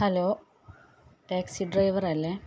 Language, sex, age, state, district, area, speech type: Malayalam, female, 30-45, Kerala, Malappuram, rural, spontaneous